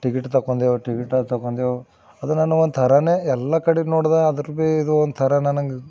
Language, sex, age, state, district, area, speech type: Kannada, male, 30-45, Karnataka, Bidar, urban, spontaneous